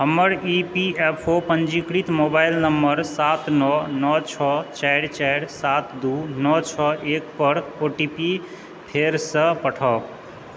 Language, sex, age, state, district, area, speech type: Maithili, male, 30-45, Bihar, Supaul, rural, read